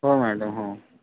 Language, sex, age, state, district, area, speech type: Marathi, male, 45-60, Maharashtra, Nagpur, urban, conversation